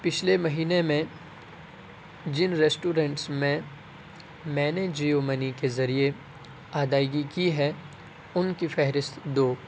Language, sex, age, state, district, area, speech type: Urdu, male, 18-30, Bihar, Purnia, rural, read